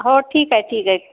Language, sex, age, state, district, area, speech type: Marathi, female, 30-45, Maharashtra, Wardha, rural, conversation